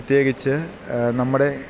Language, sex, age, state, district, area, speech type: Malayalam, male, 30-45, Kerala, Idukki, rural, spontaneous